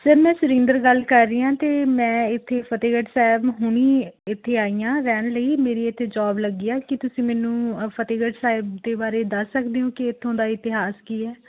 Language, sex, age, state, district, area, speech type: Punjabi, female, 18-30, Punjab, Fatehgarh Sahib, urban, conversation